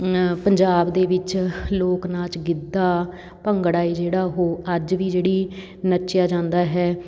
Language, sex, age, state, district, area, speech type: Punjabi, female, 30-45, Punjab, Patiala, rural, spontaneous